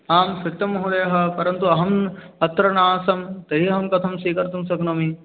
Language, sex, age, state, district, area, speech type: Sanskrit, male, 18-30, West Bengal, Bankura, urban, conversation